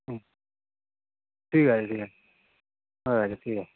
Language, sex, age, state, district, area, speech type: Bengali, male, 30-45, West Bengal, North 24 Parganas, urban, conversation